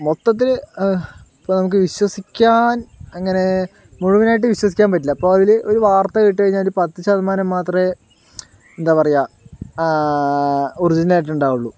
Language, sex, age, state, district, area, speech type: Malayalam, male, 30-45, Kerala, Palakkad, rural, spontaneous